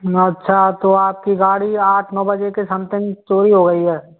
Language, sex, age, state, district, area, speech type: Hindi, male, 18-30, Rajasthan, Bharatpur, rural, conversation